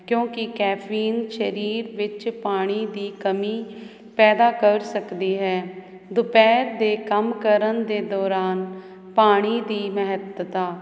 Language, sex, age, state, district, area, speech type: Punjabi, female, 30-45, Punjab, Hoshiarpur, urban, spontaneous